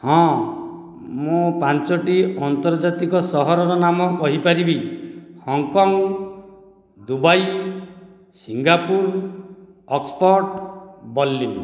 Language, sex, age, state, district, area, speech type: Odia, male, 45-60, Odisha, Dhenkanal, rural, spontaneous